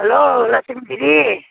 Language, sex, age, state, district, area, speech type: Nepali, female, 45-60, West Bengal, Jalpaiguri, rural, conversation